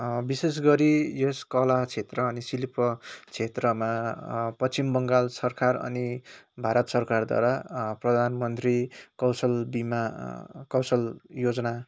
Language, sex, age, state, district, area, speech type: Nepali, male, 18-30, West Bengal, Kalimpong, rural, spontaneous